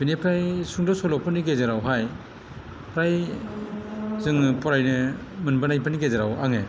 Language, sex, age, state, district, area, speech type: Bodo, male, 60+, Assam, Kokrajhar, rural, spontaneous